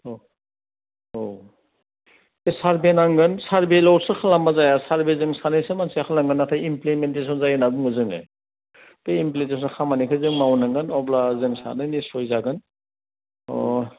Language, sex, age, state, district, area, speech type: Bodo, male, 60+, Assam, Udalguri, urban, conversation